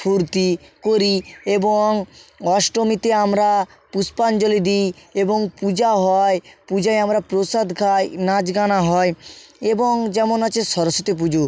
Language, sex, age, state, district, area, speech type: Bengali, male, 60+, West Bengal, Purba Medinipur, rural, spontaneous